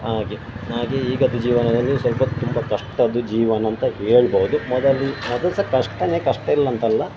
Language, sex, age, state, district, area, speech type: Kannada, male, 30-45, Karnataka, Dakshina Kannada, rural, spontaneous